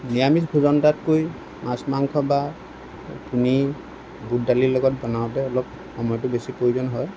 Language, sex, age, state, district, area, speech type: Assamese, male, 45-60, Assam, Lakhimpur, rural, spontaneous